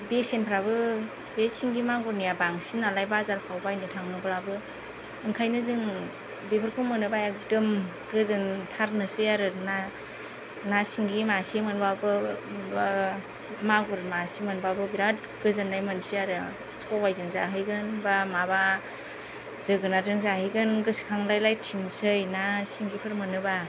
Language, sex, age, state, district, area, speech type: Bodo, female, 30-45, Assam, Kokrajhar, rural, spontaneous